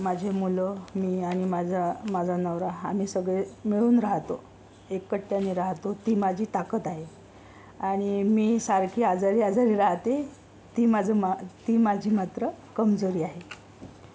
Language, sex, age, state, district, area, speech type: Marathi, female, 45-60, Maharashtra, Yavatmal, rural, spontaneous